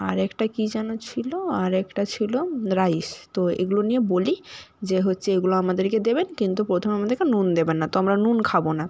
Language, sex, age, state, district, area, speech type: Bengali, female, 45-60, West Bengal, Nadia, urban, spontaneous